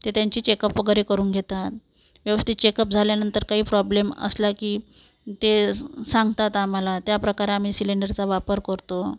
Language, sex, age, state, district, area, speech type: Marathi, female, 45-60, Maharashtra, Amravati, urban, spontaneous